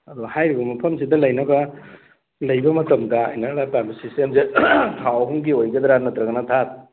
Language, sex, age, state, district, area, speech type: Manipuri, male, 45-60, Manipur, Thoubal, rural, conversation